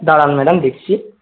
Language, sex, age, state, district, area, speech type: Bengali, male, 18-30, West Bengal, Jhargram, rural, conversation